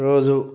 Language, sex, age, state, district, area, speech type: Telugu, male, 45-60, Telangana, Peddapalli, rural, spontaneous